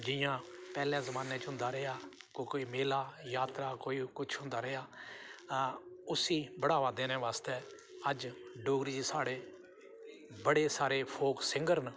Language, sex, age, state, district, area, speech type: Dogri, male, 60+, Jammu and Kashmir, Udhampur, rural, spontaneous